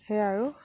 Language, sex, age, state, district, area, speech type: Assamese, female, 45-60, Assam, Dibrugarh, rural, spontaneous